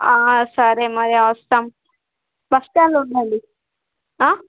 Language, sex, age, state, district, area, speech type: Telugu, female, 18-30, Andhra Pradesh, Visakhapatnam, urban, conversation